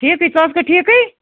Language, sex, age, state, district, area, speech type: Kashmiri, female, 30-45, Jammu and Kashmir, Budgam, rural, conversation